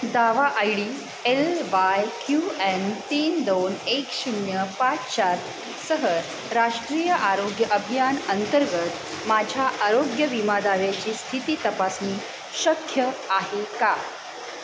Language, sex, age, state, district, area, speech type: Marathi, female, 30-45, Maharashtra, Satara, rural, read